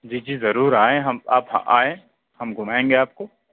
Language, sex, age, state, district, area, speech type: Urdu, male, 45-60, Delhi, Central Delhi, urban, conversation